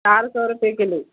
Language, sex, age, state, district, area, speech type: Hindi, female, 30-45, Madhya Pradesh, Gwalior, rural, conversation